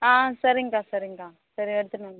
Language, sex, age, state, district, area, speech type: Tamil, female, 30-45, Tamil Nadu, Viluppuram, urban, conversation